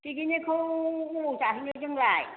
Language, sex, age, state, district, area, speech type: Bodo, female, 60+, Assam, Chirang, urban, conversation